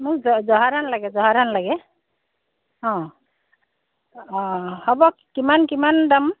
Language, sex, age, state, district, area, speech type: Assamese, female, 45-60, Assam, Dhemaji, urban, conversation